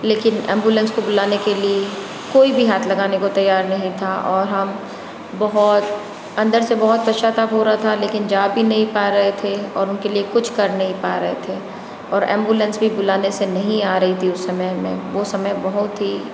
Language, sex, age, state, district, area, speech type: Hindi, female, 60+, Rajasthan, Jodhpur, urban, spontaneous